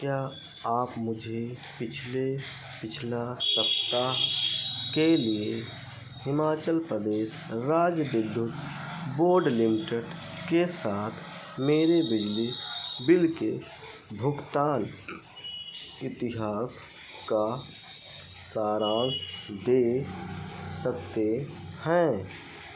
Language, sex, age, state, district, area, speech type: Hindi, male, 45-60, Uttar Pradesh, Ayodhya, rural, read